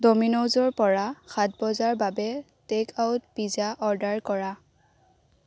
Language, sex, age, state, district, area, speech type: Assamese, female, 18-30, Assam, Biswanath, rural, read